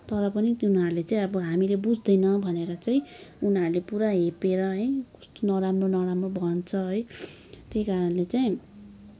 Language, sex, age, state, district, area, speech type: Nepali, female, 18-30, West Bengal, Kalimpong, rural, spontaneous